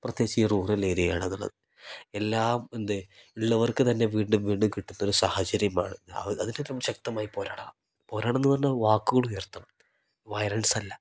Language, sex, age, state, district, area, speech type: Malayalam, male, 18-30, Kerala, Kozhikode, rural, spontaneous